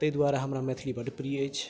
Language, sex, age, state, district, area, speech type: Maithili, other, 18-30, Bihar, Madhubani, rural, spontaneous